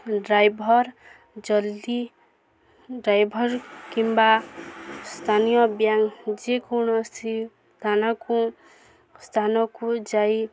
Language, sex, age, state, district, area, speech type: Odia, female, 18-30, Odisha, Balangir, urban, spontaneous